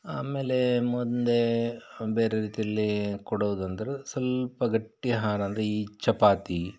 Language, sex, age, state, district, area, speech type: Kannada, male, 45-60, Karnataka, Bangalore Rural, rural, spontaneous